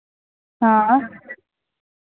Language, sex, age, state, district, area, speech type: Santali, female, 30-45, Jharkhand, East Singhbhum, rural, conversation